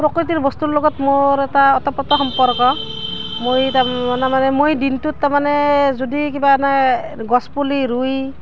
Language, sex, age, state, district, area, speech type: Assamese, female, 30-45, Assam, Barpeta, rural, spontaneous